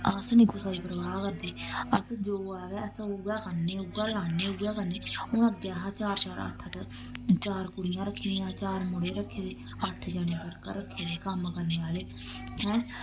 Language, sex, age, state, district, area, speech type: Dogri, female, 30-45, Jammu and Kashmir, Samba, rural, spontaneous